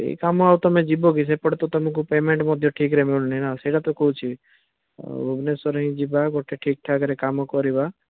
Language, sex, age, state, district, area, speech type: Odia, male, 18-30, Odisha, Bhadrak, rural, conversation